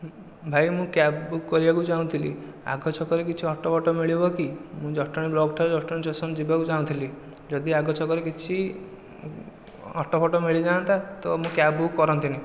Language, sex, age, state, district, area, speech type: Odia, male, 18-30, Odisha, Khordha, rural, spontaneous